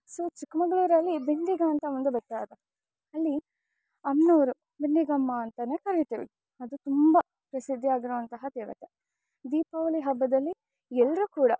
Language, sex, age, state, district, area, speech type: Kannada, female, 18-30, Karnataka, Chikkamagaluru, rural, spontaneous